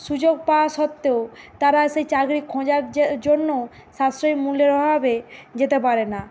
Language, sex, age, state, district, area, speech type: Bengali, female, 45-60, West Bengal, Bankura, urban, spontaneous